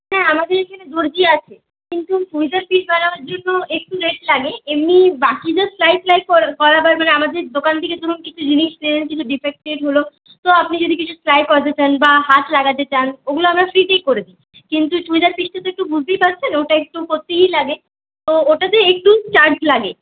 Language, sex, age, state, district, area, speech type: Bengali, female, 30-45, West Bengal, Purulia, rural, conversation